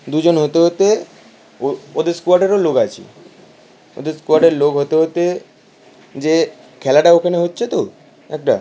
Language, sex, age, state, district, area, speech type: Bengali, male, 18-30, West Bengal, Howrah, urban, spontaneous